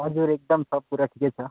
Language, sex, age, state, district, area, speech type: Nepali, male, 18-30, West Bengal, Darjeeling, urban, conversation